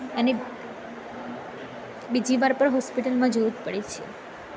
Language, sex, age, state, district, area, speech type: Gujarati, female, 18-30, Gujarat, Valsad, urban, spontaneous